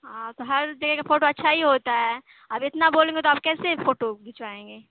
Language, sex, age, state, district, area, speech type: Urdu, female, 18-30, Bihar, Khagaria, rural, conversation